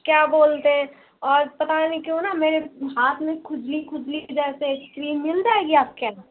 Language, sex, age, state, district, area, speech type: Hindi, female, 18-30, Uttar Pradesh, Mau, rural, conversation